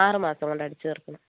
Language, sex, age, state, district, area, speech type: Malayalam, female, 45-60, Kerala, Wayanad, rural, conversation